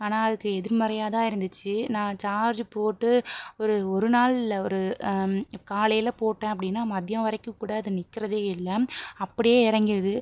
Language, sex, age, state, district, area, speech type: Tamil, female, 30-45, Tamil Nadu, Pudukkottai, urban, spontaneous